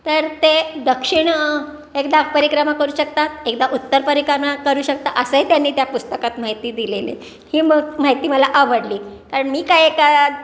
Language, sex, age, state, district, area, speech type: Marathi, female, 60+, Maharashtra, Pune, urban, spontaneous